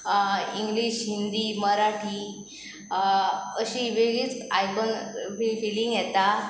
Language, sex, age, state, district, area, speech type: Goan Konkani, female, 18-30, Goa, Pernem, rural, spontaneous